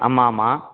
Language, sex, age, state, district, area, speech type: Tamil, male, 18-30, Tamil Nadu, Tirunelveli, rural, conversation